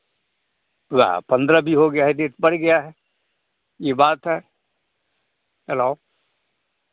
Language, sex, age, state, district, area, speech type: Hindi, male, 45-60, Bihar, Madhepura, rural, conversation